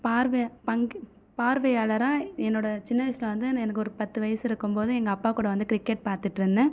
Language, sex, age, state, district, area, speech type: Tamil, female, 18-30, Tamil Nadu, Viluppuram, rural, spontaneous